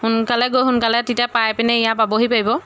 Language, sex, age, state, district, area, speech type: Assamese, female, 45-60, Assam, Jorhat, urban, spontaneous